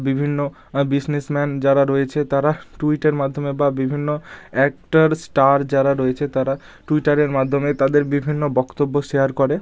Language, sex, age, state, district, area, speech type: Bengali, male, 45-60, West Bengal, Bankura, urban, spontaneous